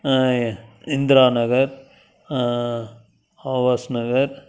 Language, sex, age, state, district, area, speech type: Tamil, male, 60+, Tamil Nadu, Krishnagiri, rural, spontaneous